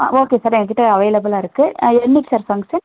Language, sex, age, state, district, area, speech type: Tamil, female, 18-30, Tamil Nadu, Tenkasi, rural, conversation